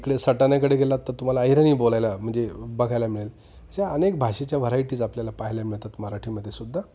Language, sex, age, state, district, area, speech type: Marathi, male, 45-60, Maharashtra, Nashik, urban, spontaneous